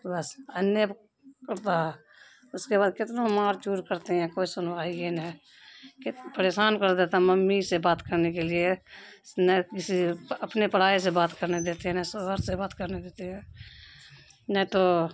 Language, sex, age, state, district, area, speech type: Urdu, female, 30-45, Bihar, Khagaria, rural, spontaneous